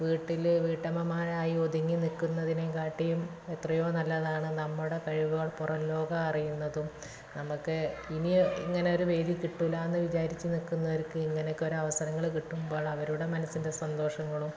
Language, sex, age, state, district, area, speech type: Malayalam, female, 30-45, Kerala, Malappuram, rural, spontaneous